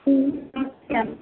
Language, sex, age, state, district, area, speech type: Hindi, female, 45-60, Uttar Pradesh, Sitapur, rural, conversation